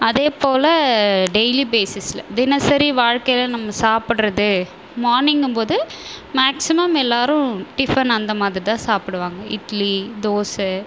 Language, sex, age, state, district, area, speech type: Tamil, female, 30-45, Tamil Nadu, Viluppuram, rural, spontaneous